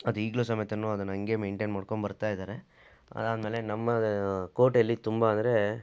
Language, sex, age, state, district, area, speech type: Kannada, male, 60+, Karnataka, Chitradurga, rural, spontaneous